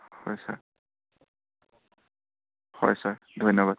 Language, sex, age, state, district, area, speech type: Assamese, male, 18-30, Assam, Dibrugarh, urban, conversation